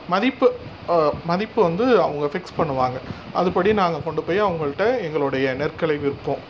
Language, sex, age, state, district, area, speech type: Tamil, male, 45-60, Tamil Nadu, Pudukkottai, rural, spontaneous